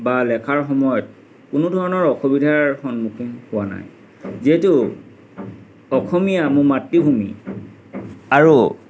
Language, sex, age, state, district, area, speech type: Assamese, male, 45-60, Assam, Dhemaji, urban, spontaneous